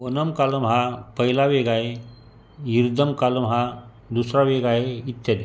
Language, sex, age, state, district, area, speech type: Marathi, male, 45-60, Maharashtra, Buldhana, rural, read